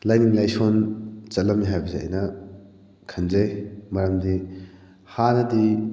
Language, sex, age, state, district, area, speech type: Manipuri, male, 18-30, Manipur, Kakching, rural, spontaneous